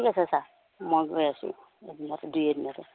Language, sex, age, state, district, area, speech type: Assamese, female, 45-60, Assam, Dhemaji, urban, conversation